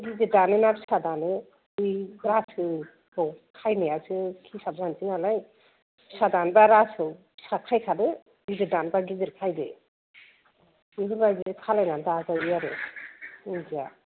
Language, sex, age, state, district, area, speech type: Bodo, female, 45-60, Assam, Kokrajhar, urban, conversation